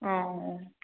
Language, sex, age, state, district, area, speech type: Odia, female, 45-60, Odisha, Angul, rural, conversation